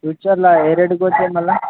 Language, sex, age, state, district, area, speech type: Telugu, male, 30-45, Telangana, Mancherial, rural, conversation